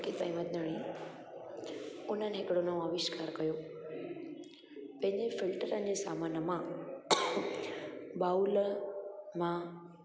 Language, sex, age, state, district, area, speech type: Sindhi, female, 30-45, Gujarat, Junagadh, urban, spontaneous